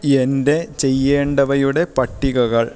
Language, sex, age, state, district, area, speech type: Malayalam, male, 30-45, Kerala, Idukki, rural, read